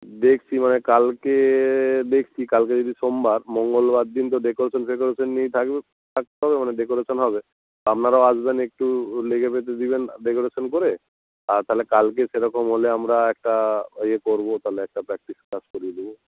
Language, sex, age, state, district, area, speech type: Bengali, male, 30-45, West Bengal, North 24 Parganas, rural, conversation